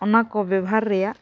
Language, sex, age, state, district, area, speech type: Santali, female, 45-60, Jharkhand, Bokaro, rural, spontaneous